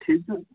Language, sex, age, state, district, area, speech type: Kashmiri, male, 30-45, Jammu and Kashmir, Bandipora, rural, conversation